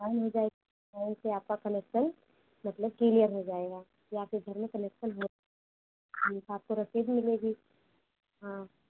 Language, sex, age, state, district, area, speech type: Hindi, female, 30-45, Uttar Pradesh, Ayodhya, rural, conversation